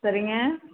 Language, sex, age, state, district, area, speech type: Tamil, female, 45-60, Tamil Nadu, Perambalur, rural, conversation